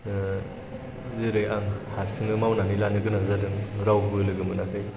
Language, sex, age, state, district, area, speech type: Bodo, male, 18-30, Assam, Chirang, rural, spontaneous